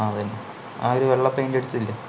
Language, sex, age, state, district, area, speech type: Malayalam, male, 30-45, Kerala, Palakkad, urban, spontaneous